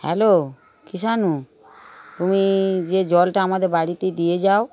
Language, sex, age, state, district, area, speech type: Bengali, female, 60+, West Bengal, Darjeeling, rural, spontaneous